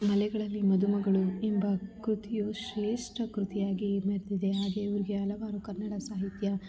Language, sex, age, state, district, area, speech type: Kannada, female, 30-45, Karnataka, Mandya, rural, spontaneous